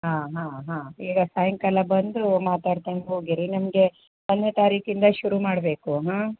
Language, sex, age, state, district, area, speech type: Kannada, female, 45-60, Karnataka, Uttara Kannada, rural, conversation